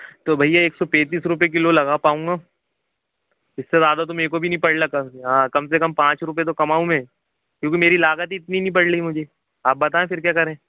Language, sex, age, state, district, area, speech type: Hindi, male, 18-30, Madhya Pradesh, Jabalpur, urban, conversation